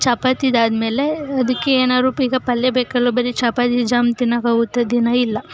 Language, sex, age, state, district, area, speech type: Kannada, female, 18-30, Karnataka, Chamarajanagar, urban, spontaneous